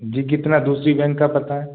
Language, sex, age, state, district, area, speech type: Hindi, male, 18-30, Madhya Pradesh, Gwalior, rural, conversation